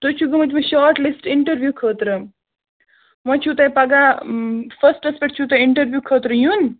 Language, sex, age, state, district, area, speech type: Kashmiri, other, 18-30, Jammu and Kashmir, Bandipora, rural, conversation